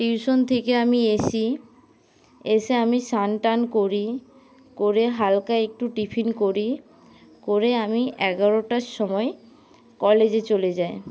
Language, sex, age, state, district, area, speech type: Bengali, female, 18-30, West Bengal, Paschim Medinipur, rural, spontaneous